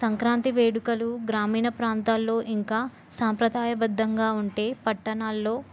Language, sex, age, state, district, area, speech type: Telugu, female, 18-30, Telangana, Jayashankar, urban, spontaneous